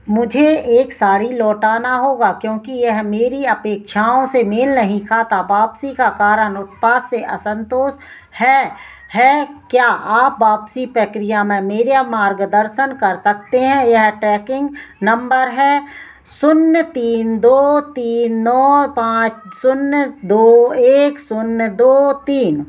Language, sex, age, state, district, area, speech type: Hindi, female, 45-60, Madhya Pradesh, Narsinghpur, rural, read